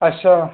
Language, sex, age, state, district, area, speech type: Dogri, male, 30-45, Jammu and Kashmir, Udhampur, rural, conversation